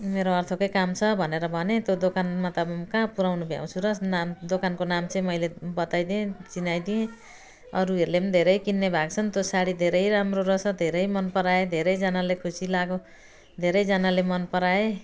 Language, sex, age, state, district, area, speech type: Nepali, female, 60+, West Bengal, Jalpaiguri, urban, spontaneous